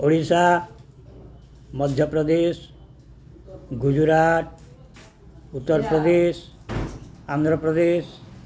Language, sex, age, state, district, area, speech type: Odia, male, 60+, Odisha, Balangir, urban, spontaneous